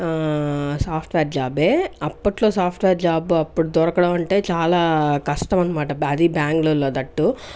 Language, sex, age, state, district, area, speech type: Telugu, female, 18-30, Andhra Pradesh, Chittoor, urban, spontaneous